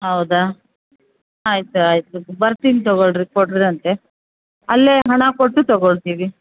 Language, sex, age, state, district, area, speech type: Kannada, female, 30-45, Karnataka, Bellary, rural, conversation